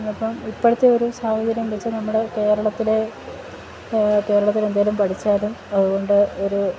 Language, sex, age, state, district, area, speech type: Malayalam, female, 45-60, Kerala, Idukki, rural, spontaneous